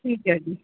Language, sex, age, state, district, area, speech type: Punjabi, female, 30-45, Punjab, Gurdaspur, rural, conversation